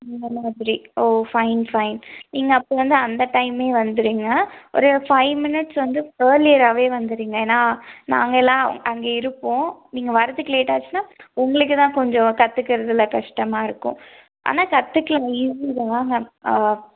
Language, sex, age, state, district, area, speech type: Tamil, female, 18-30, Tamil Nadu, Madurai, urban, conversation